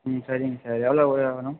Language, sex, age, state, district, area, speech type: Tamil, male, 18-30, Tamil Nadu, Ranipet, urban, conversation